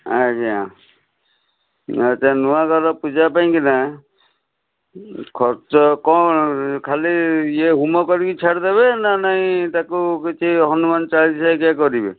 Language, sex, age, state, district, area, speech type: Odia, male, 45-60, Odisha, Cuttack, urban, conversation